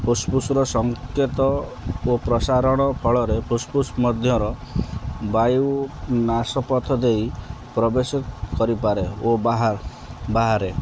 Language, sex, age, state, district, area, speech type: Odia, male, 30-45, Odisha, Kendrapara, urban, spontaneous